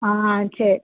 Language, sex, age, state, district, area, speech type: Tamil, female, 18-30, Tamil Nadu, Thoothukudi, rural, conversation